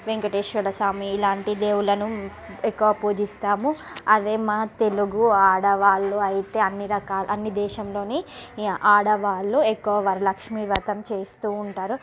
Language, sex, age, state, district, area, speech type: Telugu, female, 30-45, Andhra Pradesh, Srikakulam, urban, spontaneous